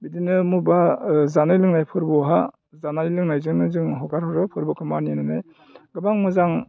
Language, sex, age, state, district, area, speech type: Bodo, male, 60+, Assam, Udalguri, rural, spontaneous